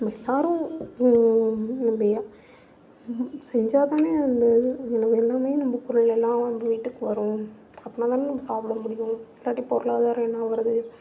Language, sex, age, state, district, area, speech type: Tamil, female, 18-30, Tamil Nadu, Tiruvarur, urban, spontaneous